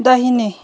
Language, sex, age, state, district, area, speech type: Nepali, female, 30-45, West Bengal, Darjeeling, rural, read